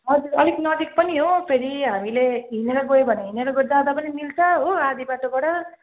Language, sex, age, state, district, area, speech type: Nepali, female, 30-45, West Bengal, Jalpaiguri, urban, conversation